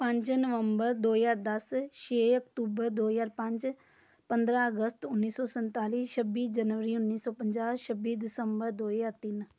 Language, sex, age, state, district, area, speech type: Punjabi, female, 30-45, Punjab, Amritsar, urban, spontaneous